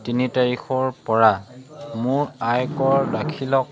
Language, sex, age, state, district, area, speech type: Assamese, male, 30-45, Assam, Sivasagar, rural, read